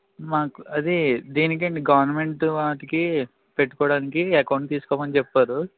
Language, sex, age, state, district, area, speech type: Telugu, male, 18-30, Andhra Pradesh, Eluru, rural, conversation